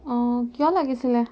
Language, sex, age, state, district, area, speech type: Assamese, female, 18-30, Assam, Jorhat, urban, spontaneous